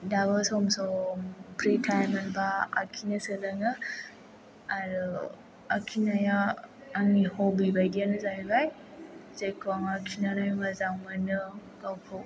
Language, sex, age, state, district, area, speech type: Bodo, female, 18-30, Assam, Chirang, rural, spontaneous